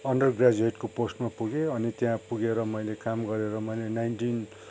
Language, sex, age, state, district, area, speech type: Nepali, male, 60+, West Bengal, Kalimpong, rural, spontaneous